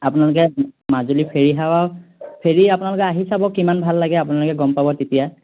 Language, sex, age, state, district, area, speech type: Assamese, male, 18-30, Assam, Majuli, urban, conversation